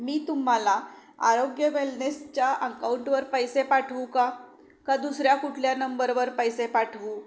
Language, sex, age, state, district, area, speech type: Marathi, female, 45-60, Maharashtra, Sangli, rural, spontaneous